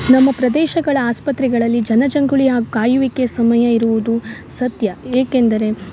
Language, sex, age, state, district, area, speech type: Kannada, female, 18-30, Karnataka, Uttara Kannada, rural, spontaneous